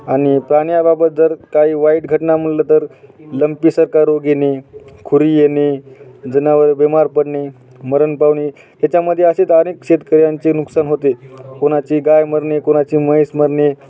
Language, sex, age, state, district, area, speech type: Marathi, male, 30-45, Maharashtra, Hingoli, urban, spontaneous